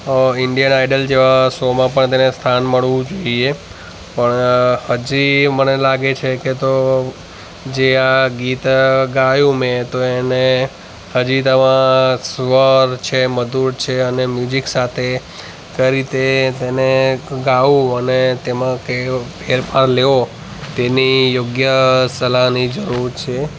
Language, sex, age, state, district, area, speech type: Gujarati, male, 30-45, Gujarat, Ahmedabad, urban, spontaneous